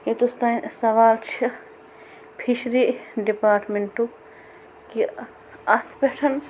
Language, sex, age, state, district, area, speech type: Kashmiri, female, 30-45, Jammu and Kashmir, Bandipora, rural, spontaneous